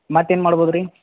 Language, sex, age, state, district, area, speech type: Kannada, male, 45-60, Karnataka, Belgaum, rural, conversation